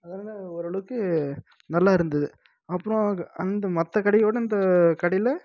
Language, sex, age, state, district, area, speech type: Tamil, male, 18-30, Tamil Nadu, Krishnagiri, rural, spontaneous